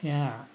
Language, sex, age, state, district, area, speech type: Nepali, male, 60+, West Bengal, Darjeeling, rural, spontaneous